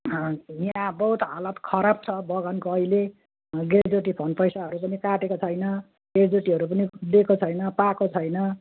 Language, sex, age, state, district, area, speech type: Nepali, female, 60+, West Bengal, Jalpaiguri, rural, conversation